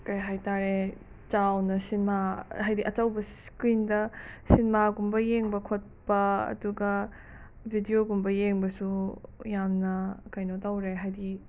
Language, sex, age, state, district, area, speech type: Manipuri, other, 45-60, Manipur, Imphal West, urban, spontaneous